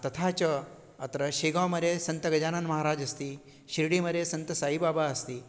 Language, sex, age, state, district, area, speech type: Sanskrit, male, 60+, Maharashtra, Nagpur, urban, spontaneous